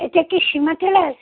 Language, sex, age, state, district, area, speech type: Bengali, female, 60+, West Bengal, Kolkata, urban, conversation